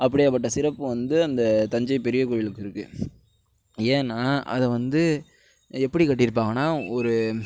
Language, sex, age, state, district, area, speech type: Tamil, male, 60+, Tamil Nadu, Mayiladuthurai, rural, spontaneous